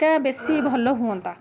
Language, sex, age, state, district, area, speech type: Odia, female, 30-45, Odisha, Balasore, rural, spontaneous